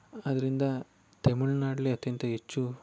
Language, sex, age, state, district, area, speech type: Kannada, male, 18-30, Karnataka, Chamarajanagar, rural, spontaneous